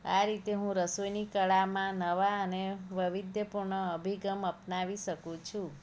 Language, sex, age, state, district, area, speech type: Gujarati, female, 30-45, Gujarat, Kheda, rural, spontaneous